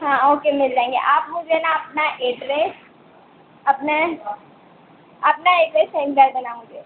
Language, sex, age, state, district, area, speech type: Hindi, female, 18-30, Madhya Pradesh, Harda, urban, conversation